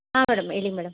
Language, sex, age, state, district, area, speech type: Kannada, female, 30-45, Karnataka, Chitradurga, rural, conversation